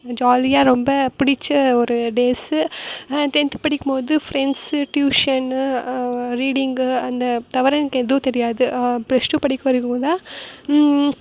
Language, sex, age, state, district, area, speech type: Tamil, female, 18-30, Tamil Nadu, Krishnagiri, rural, spontaneous